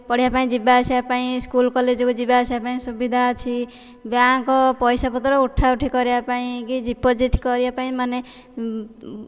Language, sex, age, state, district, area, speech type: Odia, female, 18-30, Odisha, Dhenkanal, rural, spontaneous